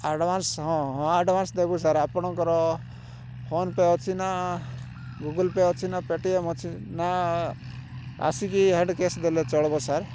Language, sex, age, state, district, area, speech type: Odia, male, 45-60, Odisha, Rayagada, rural, spontaneous